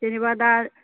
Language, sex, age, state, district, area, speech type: Bodo, female, 45-60, Assam, Kokrajhar, urban, conversation